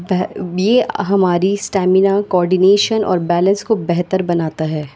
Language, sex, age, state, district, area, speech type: Urdu, female, 30-45, Delhi, North East Delhi, urban, spontaneous